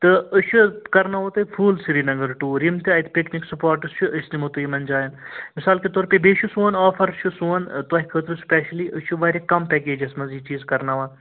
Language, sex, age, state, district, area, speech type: Kashmiri, male, 18-30, Jammu and Kashmir, Srinagar, urban, conversation